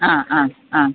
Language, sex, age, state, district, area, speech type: Malayalam, female, 30-45, Kerala, Kollam, rural, conversation